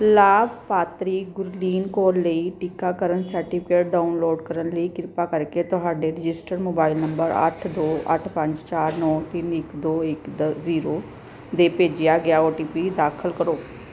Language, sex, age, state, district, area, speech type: Punjabi, female, 45-60, Punjab, Gurdaspur, urban, read